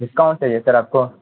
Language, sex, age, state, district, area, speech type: Urdu, male, 18-30, Bihar, Purnia, rural, conversation